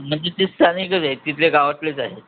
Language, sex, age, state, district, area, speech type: Marathi, male, 45-60, Maharashtra, Thane, rural, conversation